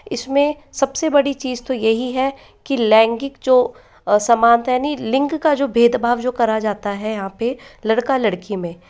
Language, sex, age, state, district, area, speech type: Hindi, female, 30-45, Rajasthan, Jaipur, urban, spontaneous